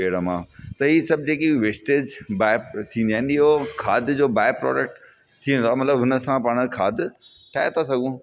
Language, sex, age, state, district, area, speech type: Sindhi, male, 45-60, Rajasthan, Ajmer, urban, spontaneous